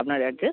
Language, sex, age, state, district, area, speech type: Bengali, male, 30-45, West Bengal, North 24 Parganas, urban, conversation